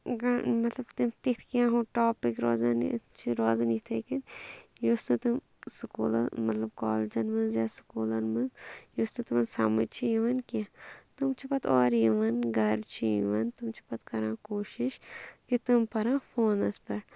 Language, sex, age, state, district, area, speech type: Kashmiri, female, 18-30, Jammu and Kashmir, Shopian, rural, spontaneous